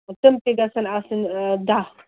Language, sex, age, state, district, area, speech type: Kashmiri, female, 30-45, Jammu and Kashmir, Srinagar, rural, conversation